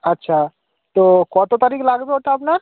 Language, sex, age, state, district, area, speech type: Bengali, male, 18-30, West Bengal, Purba Medinipur, rural, conversation